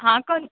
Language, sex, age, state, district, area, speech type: Marathi, female, 18-30, Maharashtra, Satara, rural, conversation